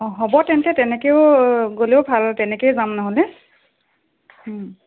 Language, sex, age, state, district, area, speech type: Assamese, female, 30-45, Assam, Kamrup Metropolitan, urban, conversation